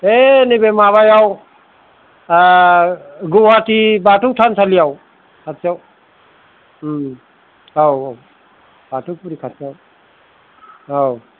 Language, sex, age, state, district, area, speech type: Bodo, male, 45-60, Assam, Kokrajhar, rural, conversation